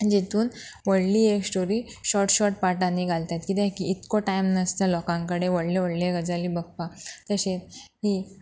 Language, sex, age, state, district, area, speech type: Goan Konkani, female, 18-30, Goa, Pernem, rural, spontaneous